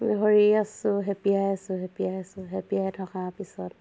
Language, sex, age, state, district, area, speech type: Assamese, female, 45-60, Assam, Dhemaji, urban, spontaneous